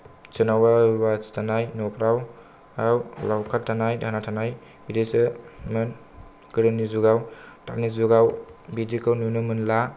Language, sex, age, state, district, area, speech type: Bodo, male, 18-30, Assam, Kokrajhar, rural, spontaneous